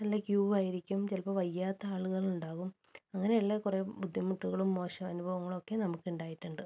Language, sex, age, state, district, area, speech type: Malayalam, female, 30-45, Kerala, Wayanad, rural, spontaneous